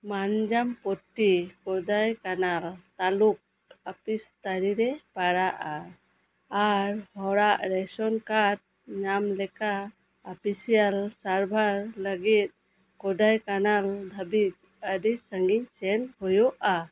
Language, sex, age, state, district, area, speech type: Santali, female, 30-45, West Bengal, Birbhum, rural, read